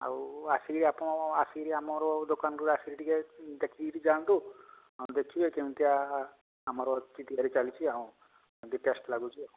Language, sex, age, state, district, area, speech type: Odia, male, 60+, Odisha, Angul, rural, conversation